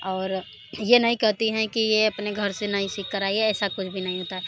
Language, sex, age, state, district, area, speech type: Hindi, female, 45-60, Uttar Pradesh, Mirzapur, rural, spontaneous